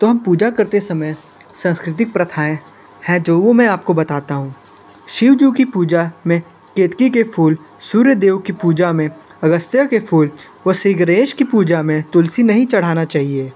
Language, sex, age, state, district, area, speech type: Hindi, male, 18-30, Uttar Pradesh, Sonbhadra, rural, spontaneous